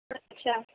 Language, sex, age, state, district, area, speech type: Urdu, female, 18-30, Uttar Pradesh, Gautam Buddha Nagar, rural, conversation